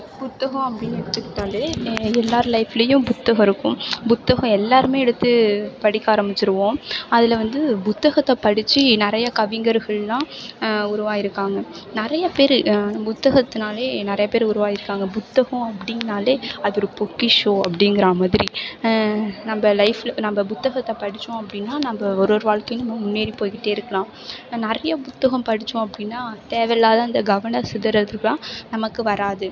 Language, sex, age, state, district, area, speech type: Tamil, female, 18-30, Tamil Nadu, Mayiladuthurai, urban, spontaneous